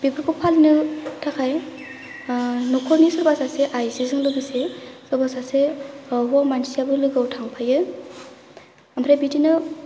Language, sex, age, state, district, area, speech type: Bodo, female, 18-30, Assam, Baksa, rural, spontaneous